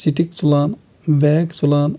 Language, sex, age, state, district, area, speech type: Kashmiri, male, 60+, Jammu and Kashmir, Kulgam, rural, spontaneous